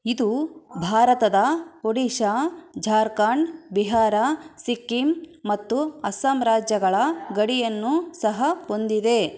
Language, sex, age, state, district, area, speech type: Kannada, female, 30-45, Karnataka, Davanagere, rural, read